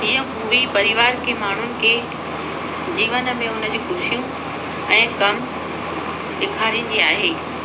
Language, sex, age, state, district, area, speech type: Sindhi, female, 30-45, Madhya Pradesh, Katni, rural, spontaneous